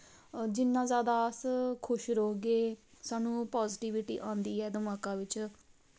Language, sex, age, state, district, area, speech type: Dogri, female, 18-30, Jammu and Kashmir, Samba, rural, spontaneous